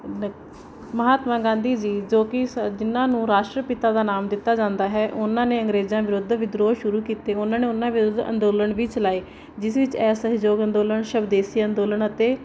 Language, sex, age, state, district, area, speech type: Punjabi, female, 18-30, Punjab, Barnala, rural, spontaneous